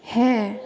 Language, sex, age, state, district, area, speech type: Bengali, female, 18-30, West Bengal, Jalpaiguri, rural, read